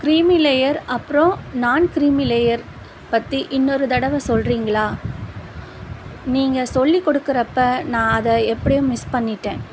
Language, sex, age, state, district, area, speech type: Tamil, female, 30-45, Tamil Nadu, Tiruvallur, urban, read